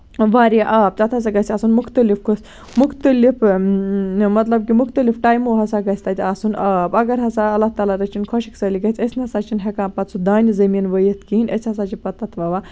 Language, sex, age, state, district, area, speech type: Kashmiri, female, 18-30, Jammu and Kashmir, Baramulla, rural, spontaneous